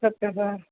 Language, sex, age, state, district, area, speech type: Sanskrit, female, 45-60, Kerala, Kozhikode, urban, conversation